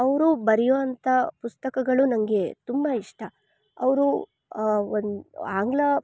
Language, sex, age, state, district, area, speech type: Kannada, female, 18-30, Karnataka, Chikkamagaluru, rural, spontaneous